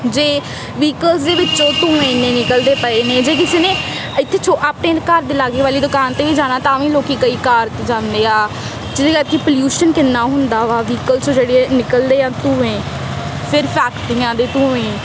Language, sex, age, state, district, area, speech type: Punjabi, female, 18-30, Punjab, Tarn Taran, urban, spontaneous